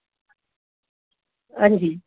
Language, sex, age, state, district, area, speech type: Dogri, female, 60+, Jammu and Kashmir, Samba, urban, conversation